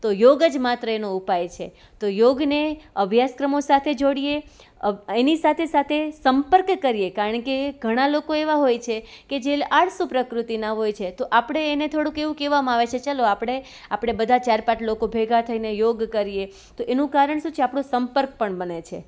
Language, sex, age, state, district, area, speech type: Gujarati, female, 30-45, Gujarat, Rajkot, urban, spontaneous